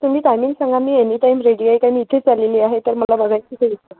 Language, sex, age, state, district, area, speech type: Marathi, female, 30-45, Maharashtra, Wardha, urban, conversation